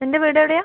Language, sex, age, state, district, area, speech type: Malayalam, female, 18-30, Kerala, Kannur, rural, conversation